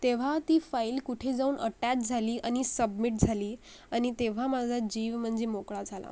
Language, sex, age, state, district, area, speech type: Marathi, female, 18-30, Maharashtra, Akola, urban, spontaneous